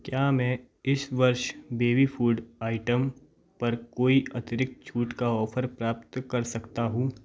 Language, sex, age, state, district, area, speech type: Hindi, male, 18-30, Madhya Pradesh, Gwalior, rural, read